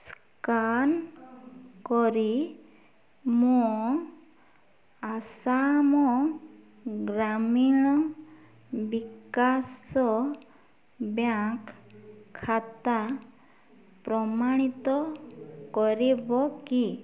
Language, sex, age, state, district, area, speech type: Odia, female, 18-30, Odisha, Mayurbhanj, rural, read